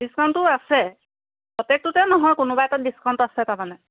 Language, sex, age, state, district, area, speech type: Assamese, female, 45-60, Assam, Sivasagar, rural, conversation